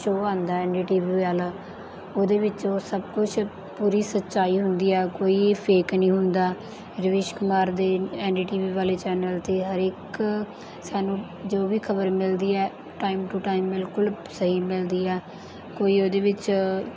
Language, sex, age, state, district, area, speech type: Punjabi, female, 30-45, Punjab, Mansa, rural, spontaneous